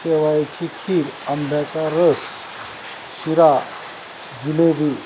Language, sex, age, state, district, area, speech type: Marathi, male, 45-60, Maharashtra, Osmanabad, rural, spontaneous